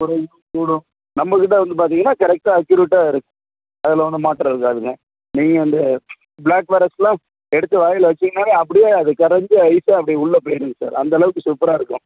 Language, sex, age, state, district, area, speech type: Tamil, male, 45-60, Tamil Nadu, Madurai, urban, conversation